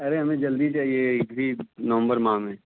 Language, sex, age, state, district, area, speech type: Hindi, male, 18-30, Uttar Pradesh, Azamgarh, rural, conversation